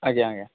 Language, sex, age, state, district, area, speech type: Odia, male, 45-60, Odisha, Nuapada, urban, conversation